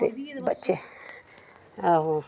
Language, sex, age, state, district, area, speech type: Dogri, female, 60+, Jammu and Kashmir, Samba, rural, spontaneous